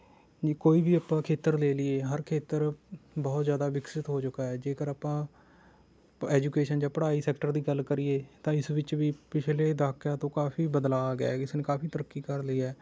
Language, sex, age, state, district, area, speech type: Punjabi, male, 30-45, Punjab, Rupnagar, rural, spontaneous